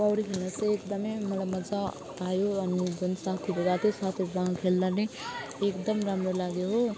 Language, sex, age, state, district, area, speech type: Nepali, female, 30-45, West Bengal, Alipurduar, urban, spontaneous